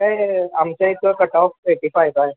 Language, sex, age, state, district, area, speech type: Marathi, male, 18-30, Maharashtra, Kolhapur, urban, conversation